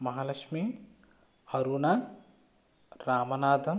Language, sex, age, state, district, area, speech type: Telugu, male, 30-45, Andhra Pradesh, West Godavari, rural, spontaneous